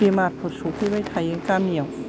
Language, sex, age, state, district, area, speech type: Bodo, female, 60+, Assam, Kokrajhar, urban, spontaneous